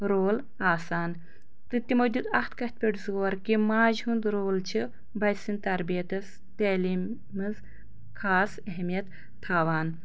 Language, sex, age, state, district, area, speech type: Kashmiri, female, 30-45, Jammu and Kashmir, Anantnag, rural, spontaneous